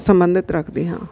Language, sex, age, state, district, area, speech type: Punjabi, female, 45-60, Punjab, Bathinda, urban, spontaneous